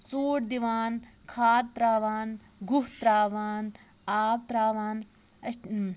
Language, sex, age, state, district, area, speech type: Kashmiri, female, 18-30, Jammu and Kashmir, Pulwama, rural, spontaneous